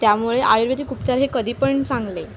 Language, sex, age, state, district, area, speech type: Marathi, female, 18-30, Maharashtra, Palghar, rural, spontaneous